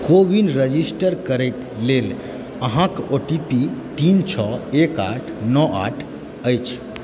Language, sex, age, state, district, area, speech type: Maithili, male, 18-30, Bihar, Supaul, rural, read